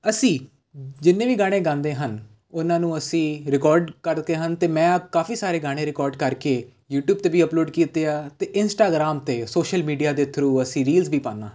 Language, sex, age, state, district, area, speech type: Punjabi, male, 18-30, Punjab, Jalandhar, urban, spontaneous